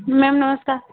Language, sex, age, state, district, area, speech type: Odia, female, 18-30, Odisha, Subarnapur, urban, conversation